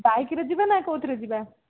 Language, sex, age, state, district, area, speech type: Odia, female, 60+, Odisha, Jharsuguda, rural, conversation